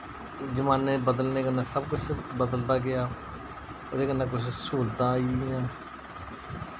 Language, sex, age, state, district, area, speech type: Dogri, male, 45-60, Jammu and Kashmir, Jammu, rural, spontaneous